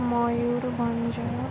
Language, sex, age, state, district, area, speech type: Odia, female, 18-30, Odisha, Jagatsinghpur, rural, spontaneous